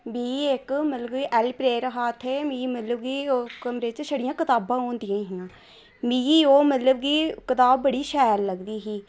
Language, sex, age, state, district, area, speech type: Dogri, female, 30-45, Jammu and Kashmir, Reasi, rural, spontaneous